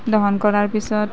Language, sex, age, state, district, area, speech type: Assamese, female, 30-45, Assam, Nalbari, rural, spontaneous